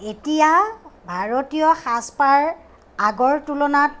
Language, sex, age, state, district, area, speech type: Assamese, female, 45-60, Assam, Kamrup Metropolitan, urban, spontaneous